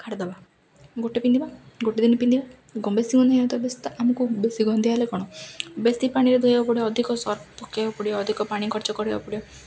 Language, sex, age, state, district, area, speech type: Odia, female, 18-30, Odisha, Ganjam, urban, spontaneous